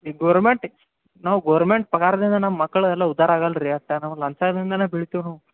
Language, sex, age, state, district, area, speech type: Kannada, male, 30-45, Karnataka, Belgaum, rural, conversation